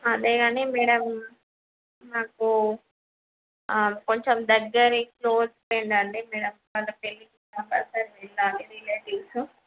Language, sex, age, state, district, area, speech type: Telugu, female, 18-30, Andhra Pradesh, Visakhapatnam, urban, conversation